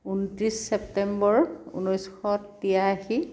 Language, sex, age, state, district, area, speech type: Assamese, female, 45-60, Assam, Dhemaji, rural, spontaneous